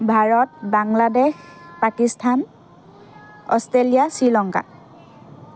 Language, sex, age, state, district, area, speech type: Assamese, female, 45-60, Assam, Dhemaji, rural, spontaneous